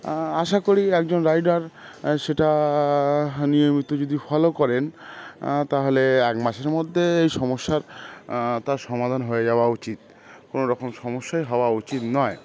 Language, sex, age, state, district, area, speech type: Bengali, male, 30-45, West Bengal, Howrah, urban, spontaneous